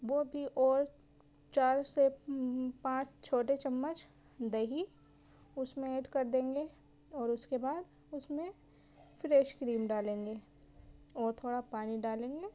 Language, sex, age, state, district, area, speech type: Urdu, female, 30-45, Delhi, South Delhi, urban, spontaneous